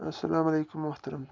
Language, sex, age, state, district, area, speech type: Kashmiri, male, 18-30, Jammu and Kashmir, Pulwama, rural, spontaneous